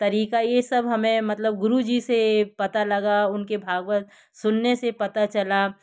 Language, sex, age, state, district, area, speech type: Hindi, female, 60+, Madhya Pradesh, Jabalpur, urban, spontaneous